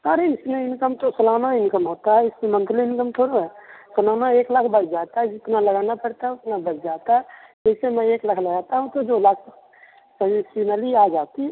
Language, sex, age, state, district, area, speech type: Hindi, male, 30-45, Bihar, Begusarai, rural, conversation